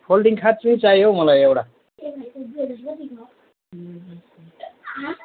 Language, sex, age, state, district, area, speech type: Nepali, male, 30-45, West Bengal, Alipurduar, urban, conversation